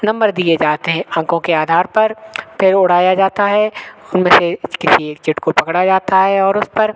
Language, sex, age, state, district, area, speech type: Hindi, male, 30-45, Madhya Pradesh, Hoshangabad, rural, spontaneous